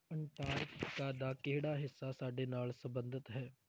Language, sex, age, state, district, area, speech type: Punjabi, male, 30-45, Punjab, Tarn Taran, rural, read